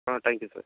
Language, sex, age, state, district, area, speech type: Tamil, male, 18-30, Tamil Nadu, Nagapattinam, rural, conversation